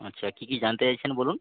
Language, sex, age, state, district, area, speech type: Bengali, male, 45-60, West Bengal, Hooghly, urban, conversation